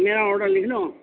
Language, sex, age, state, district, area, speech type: Urdu, male, 60+, Delhi, North East Delhi, urban, conversation